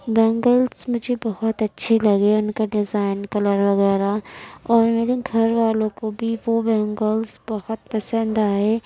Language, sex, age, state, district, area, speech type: Urdu, female, 18-30, Uttar Pradesh, Gautam Buddha Nagar, rural, spontaneous